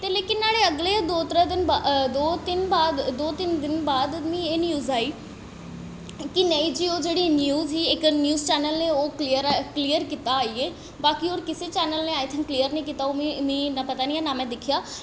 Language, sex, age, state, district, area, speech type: Dogri, female, 18-30, Jammu and Kashmir, Jammu, urban, spontaneous